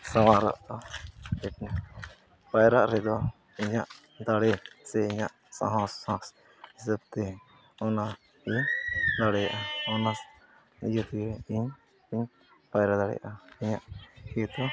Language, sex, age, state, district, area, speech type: Santali, male, 30-45, Jharkhand, East Singhbhum, rural, spontaneous